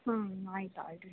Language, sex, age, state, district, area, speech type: Kannada, female, 18-30, Karnataka, Gadag, urban, conversation